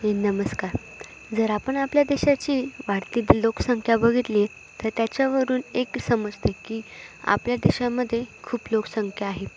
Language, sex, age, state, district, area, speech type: Marathi, female, 18-30, Maharashtra, Ahmednagar, urban, spontaneous